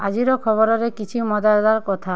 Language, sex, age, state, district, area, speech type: Odia, female, 30-45, Odisha, Kalahandi, rural, read